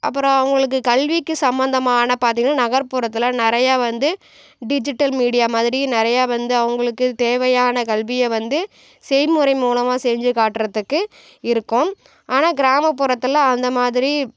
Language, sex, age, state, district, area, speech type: Tamil, female, 45-60, Tamil Nadu, Cuddalore, rural, spontaneous